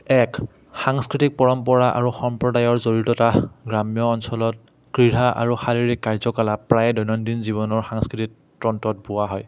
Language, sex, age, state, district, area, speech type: Assamese, male, 30-45, Assam, Udalguri, rural, spontaneous